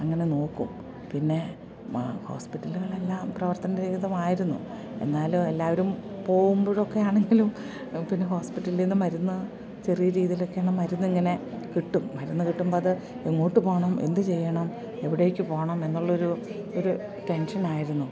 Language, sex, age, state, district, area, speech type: Malayalam, female, 45-60, Kerala, Idukki, rural, spontaneous